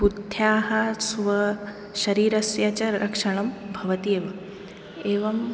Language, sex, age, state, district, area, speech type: Sanskrit, female, 18-30, Maharashtra, Nagpur, urban, spontaneous